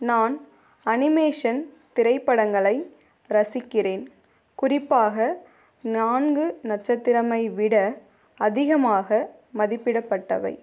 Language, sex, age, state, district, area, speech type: Tamil, female, 18-30, Tamil Nadu, Ariyalur, rural, read